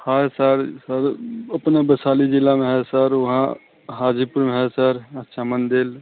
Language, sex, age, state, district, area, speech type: Hindi, male, 30-45, Bihar, Vaishali, urban, conversation